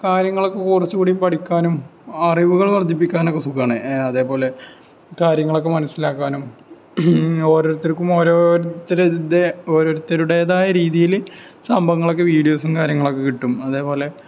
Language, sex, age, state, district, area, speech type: Malayalam, male, 18-30, Kerala, Malappuram, rural, spontaneous